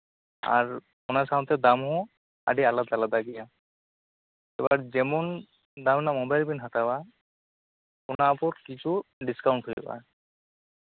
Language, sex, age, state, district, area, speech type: Santali, male, 18-30, West Bengal, Bankura, rural, conversation